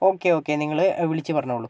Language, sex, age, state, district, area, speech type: Malayalam, male, 30-45, Kerala, Wayanad, rural, spontaneous